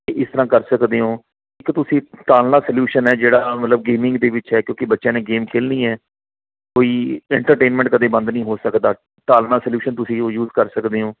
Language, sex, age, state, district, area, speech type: Punjabi, male, 45-60, Punjab, Patiala, urban, conversation